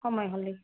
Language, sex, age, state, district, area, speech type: Assamese, female, 60+, Assam, Goalpara, urban, conversation